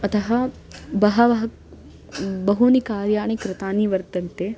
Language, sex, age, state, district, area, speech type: Sanskrit, female, 18-30, Karnataka, Davanagere, urban, spontaneous